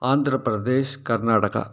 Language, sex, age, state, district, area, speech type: Tamil, male, 30-45, Tamil Nadu, Tiruppur, rural, spontaneous